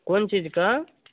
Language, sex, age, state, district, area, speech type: Hindi, male, 18-30, Bihar, Samastipur, rural, conversation